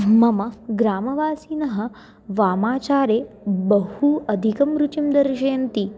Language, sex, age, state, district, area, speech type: Sanskrit, female, 18-30, Maharashtra, Nagpur, urban, spontaneous